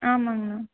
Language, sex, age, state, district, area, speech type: Tamil, female, 18-30, Tamil Nadu, Erode, rural, conversation